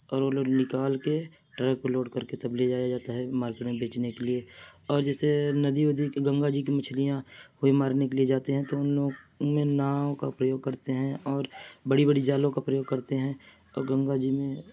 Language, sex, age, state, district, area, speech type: Urdu, male, 30-45, Uttar Pradesh, Mirzapur, rural, spontaneous